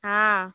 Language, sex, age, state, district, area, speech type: Odia, female, 45-60, Odisha, Angul, rural, conversation